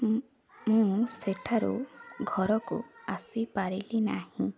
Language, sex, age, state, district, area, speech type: Odia, female, 18-30, Odisha, Kendrapara, urban, spontaneous